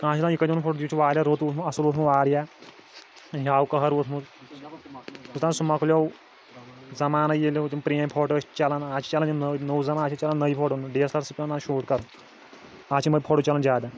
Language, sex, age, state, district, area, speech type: Kashmiri, male, 18-30, Jammu and Kashmir, Kulgam, rural, spontaneous